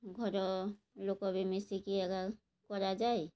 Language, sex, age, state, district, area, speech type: Odia, female, 30-45, Odisha, Mayurbhanj, rural, spontaneous